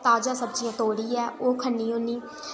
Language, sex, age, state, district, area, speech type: Dogri, female, 18-30, Jammu and Kashmir, Udhampur, rural, spontaneous